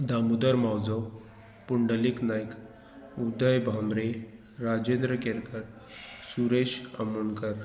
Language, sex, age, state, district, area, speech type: Goan Konkani, male, 45-60, Goa, Murmgao, rural, spontaneous